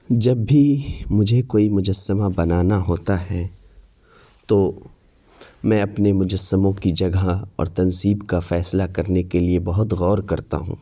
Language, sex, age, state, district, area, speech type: Urdu, male, 30-45, Uttar Pradesh, Lucknow, rural, spontaneous